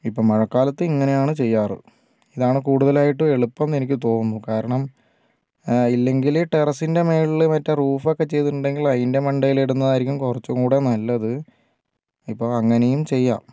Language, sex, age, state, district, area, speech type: Malayalam, female, 18-30, Kerala, Wayanad, rural, spontaneous